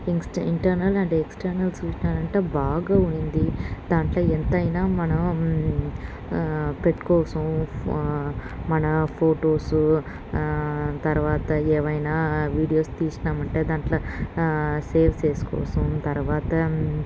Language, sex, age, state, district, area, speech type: Telugu, female, 30-45, Andhra Pradesh, Annamaya, urban, spontaneous